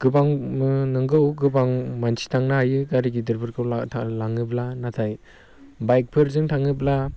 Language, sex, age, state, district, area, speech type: Bodo, male, 18-30, Assam, Baksa, rural, spontaneous